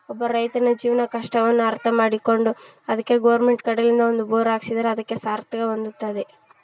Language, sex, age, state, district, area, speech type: Kannada, female, 18-30, Karnataka, Vijayanagara, rural, spontaneous